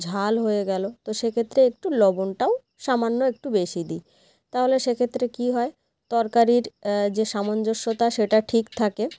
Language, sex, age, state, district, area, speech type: Bengali, female, 30-45, West Bengal, North 24 Parganas, rural, spontaneous